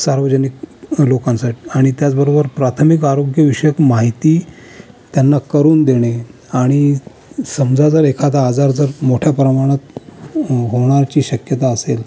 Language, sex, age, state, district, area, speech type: Marathi, male, 60+, Maharashtra, Raigad, urban, spontaneous